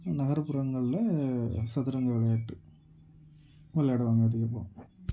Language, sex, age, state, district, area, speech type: Tamil, male, 30-45, Tamil Nadu, Tiruvarur, rural, spontaneous